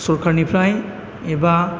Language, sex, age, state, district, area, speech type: Bodo, male, 30-45, Assam, Chirang, rural, spontaneous